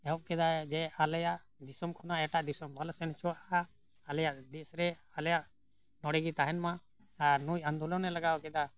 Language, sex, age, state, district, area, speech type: Santali, male, 60+, Jharkhand, Bokaro, rural, spontaneous